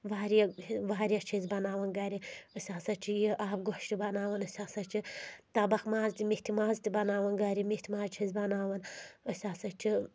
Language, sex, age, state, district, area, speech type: Kashmiri, female, 30-45, Jammu and Kashmir, Anantnag, rural, spontaneous